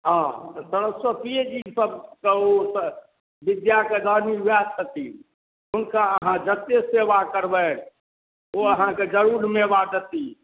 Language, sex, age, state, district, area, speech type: Maithili, male, 45-60, Bihar, Darbhanga, rural, conversation